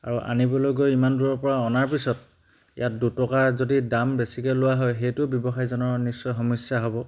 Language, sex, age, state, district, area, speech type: Assamese, male, 30-45, Assam, Charaideo, rural, spontaneous